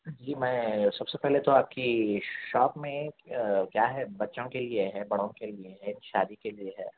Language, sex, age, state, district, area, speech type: Urdu, male, 18-30, Telangana, Hyderabad, urban, conversation